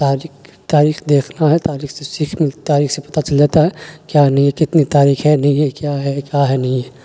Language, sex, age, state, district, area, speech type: Urdu, male, 30-45, Bihar, Khagaria, rural, spontaneous